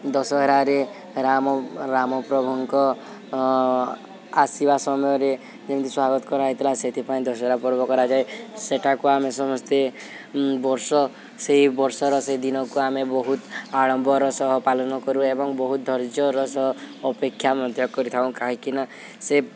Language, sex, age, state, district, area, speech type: Odia, male, 18-30, Odisha, Subarnapur, urban, spontaneous